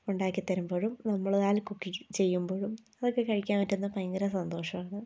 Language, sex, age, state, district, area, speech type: Malayalam, female, 18-30, Kerala, Idukki, rural, spontaneous